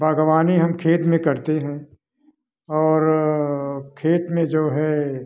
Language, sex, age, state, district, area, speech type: Hindi, male, 60+, Uttar Pradesh, Prayagraj, rural, spontaneous